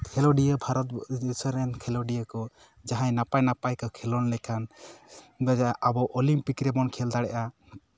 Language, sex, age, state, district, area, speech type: Santali, male, 18-30, West Bengal, Bankura, rural, spontaneous